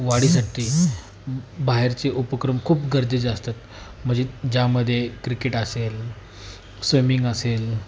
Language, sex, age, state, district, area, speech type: Marathi, male, 18-30, Maharashtra, Jalna, rural, spontaneous